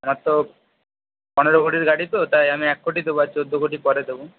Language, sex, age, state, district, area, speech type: Bengali, male, 30-45, West Bengal, Purba Medinipur, rural, conversation